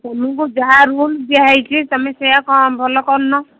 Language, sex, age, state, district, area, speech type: Odia, female, 30-45, Odisha, Ganjam, urban, conversation